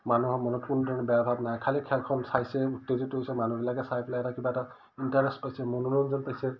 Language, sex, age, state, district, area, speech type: Assamese, male, 45-60, Assam, Udalguri, rural, spontaneous